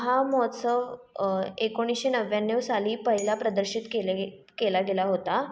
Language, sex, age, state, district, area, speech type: Marathi, female, 18-30, Maharashtra, Mumbai Suburban, urban, spontaneous